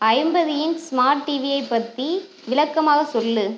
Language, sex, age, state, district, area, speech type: Tamil, female, 18-30, Tamil Nadu, Cuddalore, rural, read